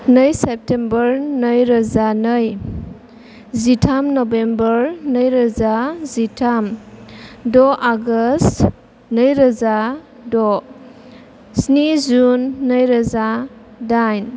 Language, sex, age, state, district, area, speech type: Bodo, female, 18-30, Assam, Chirang, rural, spontaneous